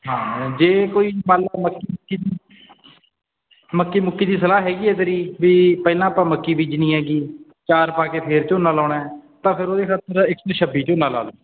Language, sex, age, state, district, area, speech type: Punjabi, male, 18-30, Punjab, Bathinda, rural, conversation